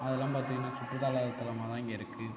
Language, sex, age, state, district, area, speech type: Tamil, male, 18-30, Tamil Nadu, Tiruvarur, rural, spontaneous